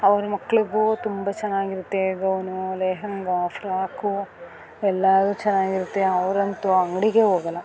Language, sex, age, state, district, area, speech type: Kannada, female, 30-45, Karnataka, Mandya, urban, spontaneous